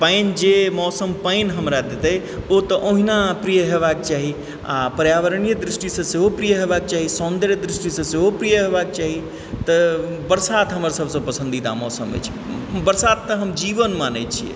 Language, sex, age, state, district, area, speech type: Maithili, male, 45-60, Bihar, Supaul, rural, spontaneous